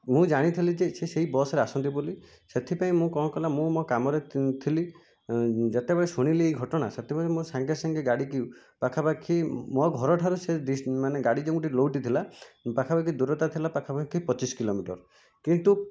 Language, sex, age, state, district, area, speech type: Odia, male, 18-30, Odisha, Jajpur, rural, spontaneous